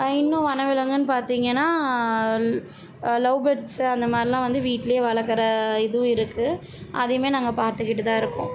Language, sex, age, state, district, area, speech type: Tamil, female, 30-45, Tamil Nadu, Chennai, urban, spontaneous